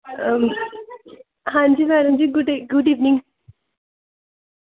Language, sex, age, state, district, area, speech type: Dogri, female, 18-30, Jammu and Kashmir, Samba, rural, conversation